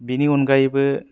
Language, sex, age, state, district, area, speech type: Bodo, male, 30-45, Assam, Kokrajhar, urban, spontaneous